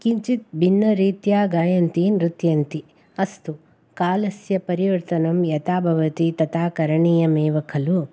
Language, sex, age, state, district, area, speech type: Sanskrit, female, 45-60, Karnataka, Bangalore Urban, urban, spontaneous